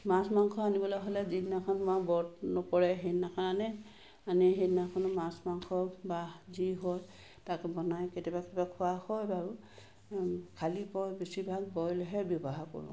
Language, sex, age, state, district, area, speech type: Assamese, female, 45-60, Assam, Sivasagar, rural, spontaneous